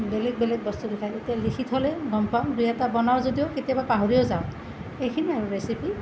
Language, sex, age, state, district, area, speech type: Assamese, female, 30-45, Assam, Nalbari, rural, spontaneous